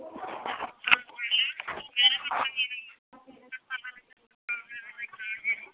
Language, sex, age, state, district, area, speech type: Telugu, female, 18-30, Andhra Pradesh, Visakhapatnam, urban, conversation